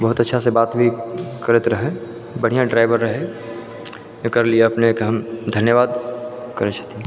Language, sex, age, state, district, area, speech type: Maithili, male, 18-30, Bihar, Purnia, rural, spontaneous